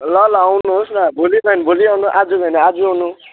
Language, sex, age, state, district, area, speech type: Nepali, male, 18-30, West Bengal, Alipurduar, urban, conversation